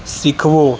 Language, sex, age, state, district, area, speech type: Gujarati, male, 30-45, Gujarat, Ahmedabad, urban, read